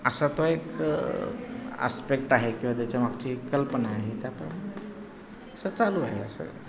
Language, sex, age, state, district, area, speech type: Marathi, male, 60+, Maharashtra, Pune, urban, spontaneous